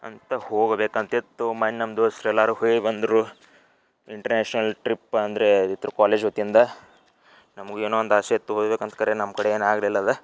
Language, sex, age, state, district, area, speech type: Kannada, male, 18-30, Karnataka, Dharwad, urban, spontaneous